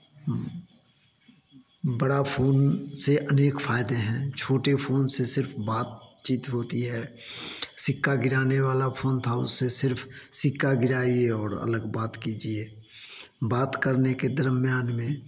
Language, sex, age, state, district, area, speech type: Hindi, male, 60+, Bihar, Samastipur, urban, spontaneous